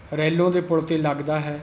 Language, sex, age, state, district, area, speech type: Punjabi, male, 60+, Punjab, Rupnagar, rural, spontaneous